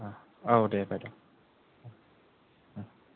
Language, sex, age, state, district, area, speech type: Bodo, male, 18-30, Assam, Kokrajhar, rural, conversation